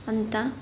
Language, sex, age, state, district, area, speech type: Kannada, female, 18-30, Karnataka, Davanagere, rural, spontaneous